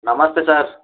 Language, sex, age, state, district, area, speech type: Telugu, male, 18-30, Telangana, Mahabubabad, urban, conversation